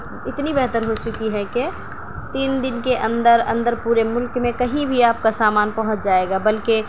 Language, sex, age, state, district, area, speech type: Urdu, female, 18-30, Delhi, South Delhi, urban, spontaneous